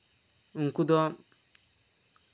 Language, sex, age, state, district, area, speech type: Santali, male, 18-30, West Bengal, Bankura, rural, spontaneous